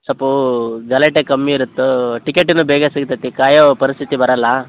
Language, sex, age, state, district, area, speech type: Kannada, male, 18-30, Karnataka, Koppal, rural, conversation